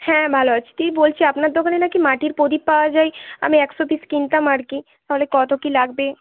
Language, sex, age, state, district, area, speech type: Bengali, female, 18-30, West Bengal, Bankura, urban, conversation